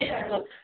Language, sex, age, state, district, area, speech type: Nepali, female, 18-30, West Bengal, Jalpaiguri, urban, conversation